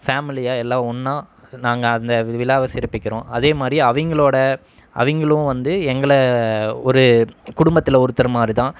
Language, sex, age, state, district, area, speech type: Tamil, male, 30-45, Tamil Nadu, Erode, rural, spontaneous